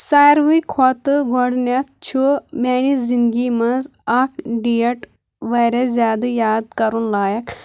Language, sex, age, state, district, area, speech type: Kashmiri, female, 18-30, Jammu and Kashmir, Kulgam, rural, spontaneous